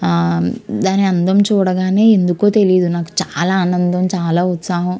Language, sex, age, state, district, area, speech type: Telugu, female, 18-30, Andhra Pradesh, Konaseema, urban, spontaneous